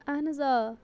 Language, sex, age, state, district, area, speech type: Kashmiri, female, 60+, Jammu and Kashmir, Bandipora, rural, spontaneous